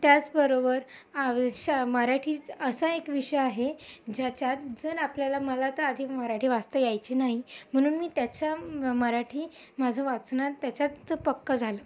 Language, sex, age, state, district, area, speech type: Marathi, female, 18-30, Maharashtra, Amravati, urban, spontaneous